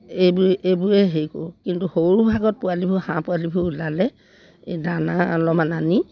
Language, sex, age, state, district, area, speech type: Assamese, female, 60+, Assam, Dibrugarh, rural, spontaneous